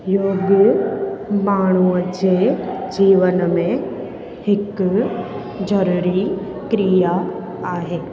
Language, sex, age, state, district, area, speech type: Sindhi, female, 18-30, Gujarat, Junagadh, urban, spontaneous